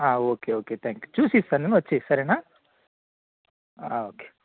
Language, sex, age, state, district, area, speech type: Telugu, male, 18-30, Telangana, Karimnagar, urban, conversation